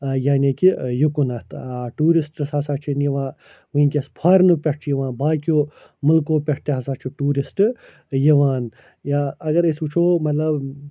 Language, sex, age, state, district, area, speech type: Kashmiri, male, 45-60, Jammu and Kashmir, Srinagar, urban, spontaneous